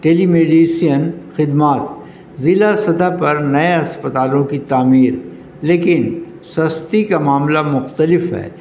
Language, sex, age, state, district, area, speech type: Urdu, male, 60+, Delhi, North East Delhi, urban, spontaneous